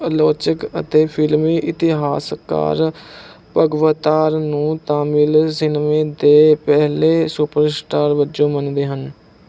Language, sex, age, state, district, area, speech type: Punjabi, male, 18-30, Punjab, Mohali, rural, read